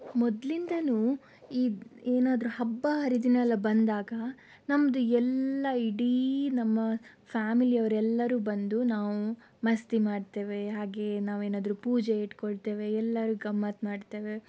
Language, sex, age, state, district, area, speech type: Kannada, female, 18-30, Karnataka, Shimoga, rural, spontaneous